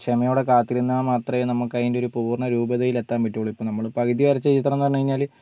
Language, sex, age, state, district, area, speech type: Malayalam, male, 45-60, Kerala, Wayanad, rural, spontaneous